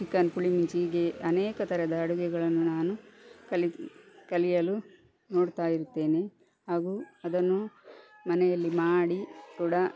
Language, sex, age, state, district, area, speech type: Kannada, female, 45-60, Karnataka, Dakshina Kannada, rural, spontaneous